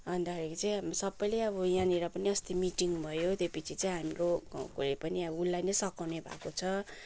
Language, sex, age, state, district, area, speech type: Nepali, female, 30-45, West Bengal, Kalimpong, rural, spontaneous